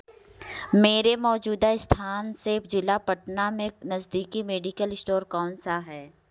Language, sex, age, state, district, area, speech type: Hindi, female, 30-45, Uttar Pradesh, Prayagraj, urban, read